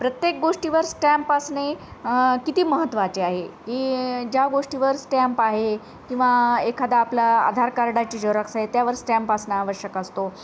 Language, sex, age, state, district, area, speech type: Marathi, female, 30-45, Maharashtra, Nanded, urban, spontaneous